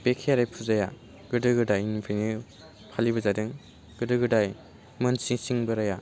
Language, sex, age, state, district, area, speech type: Bodo, male, 18-30, Assam, Baksa, rural, spontaneous